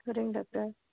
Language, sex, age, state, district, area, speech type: Tamil, female, 30-45, Tamil Nadu, Dharmapuri, rural, conversation